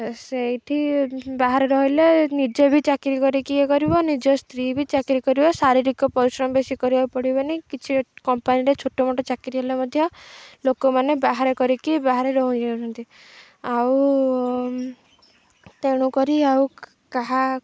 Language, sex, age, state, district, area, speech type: Odia, female, 18-30, Odisha, Jagatsinghpur, urban, spontaneous